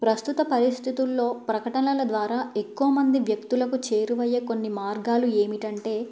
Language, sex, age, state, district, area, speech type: Telugu, female, 18-30, Telangana, Bhadradri Kothagudem, rural, spontaneous